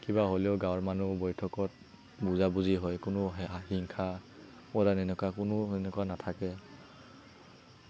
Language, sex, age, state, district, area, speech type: Assamese, male, 18-30, Assam, Kamrup Metropolitan, rural, spontaneous